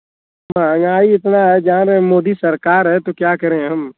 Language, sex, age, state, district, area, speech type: Hindi, male, 18-30, Uttar Pradesh, Azamgarh, rural, conversation